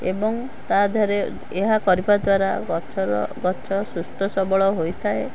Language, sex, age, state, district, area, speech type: Odia, female, 45-60, Odisha, Cuttack, urban, spontaneous